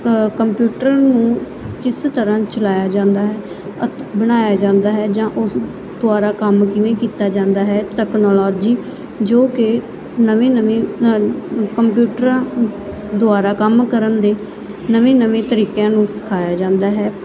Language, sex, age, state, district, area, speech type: Punjabi, female, 18-30, Punjab, Muktsar, urban, spontaneous